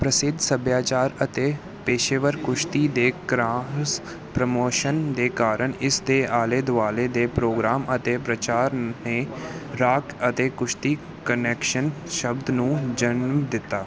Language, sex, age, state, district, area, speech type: Punjabi, male, 18-30, Punjab, Gurdaspur, urban, read